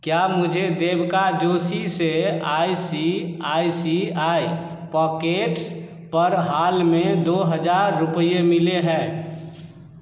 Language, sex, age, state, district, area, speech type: Hindi, male, 30-45, Bihar, Darbhanga, rural, read